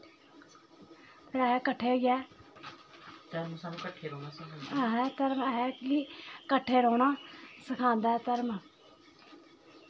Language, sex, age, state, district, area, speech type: Dogri, female, 30-45, Jammu and Kashmir, Samba, urban, spontaneous